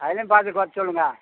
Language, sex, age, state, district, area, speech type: Tamil, male, 45-60, Tamil Nadu, Tiruvannamalai, rural, conversation